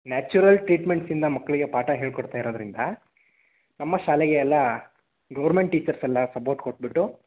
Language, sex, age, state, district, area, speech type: Kannada, male, 18-30, Karnataka, Tumkur, rural, conversation